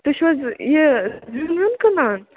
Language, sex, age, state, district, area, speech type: Kashmiri, female, 30-45, Jammu and Kashmir, Ganderbal, rural, conversation